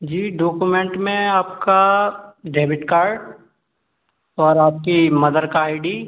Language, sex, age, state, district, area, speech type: Hindi, male, 18-30, Madhya Pradesh, Gwalior, urban, conversation